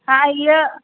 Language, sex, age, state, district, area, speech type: Sindhi, female, 18-30, Maharashtra, Thane, urban, conversation